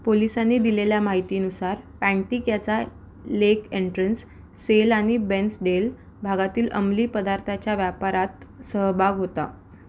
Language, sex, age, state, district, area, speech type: Marathi, female, 18-30, Maharashtra, Ratnagiri, urban, read